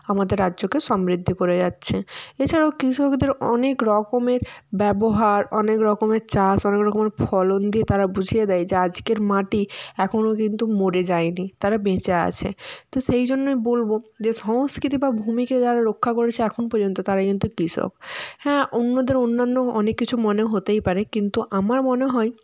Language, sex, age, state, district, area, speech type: Bengali, female, 18-30, West Bengal, Jalpaiguri, rural, spontaneous